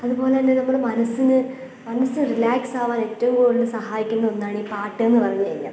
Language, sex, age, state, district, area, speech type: Malayalam, female, 18-30, Kerala, Pathanamthitta, urban, spontaneous